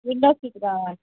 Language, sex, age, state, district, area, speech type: Telugu, female, 30-45, Telangana, Hyderabad, urban, conversation